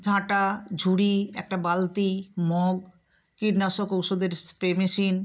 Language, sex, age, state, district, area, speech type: Bengali, female, 60+, West Bengal, Nadia, rural, spontaneous